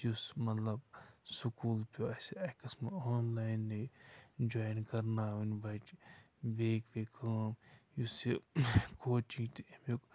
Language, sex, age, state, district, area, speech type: Kashmiri, male, 45-60, Jammu and Kashmir, Bandipora, rural, spontaneous